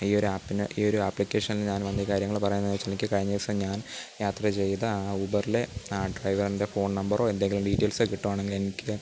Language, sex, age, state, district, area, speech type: Malayalam, male, 18-30, Kerala, Pathanamthitta, rural, spontaneous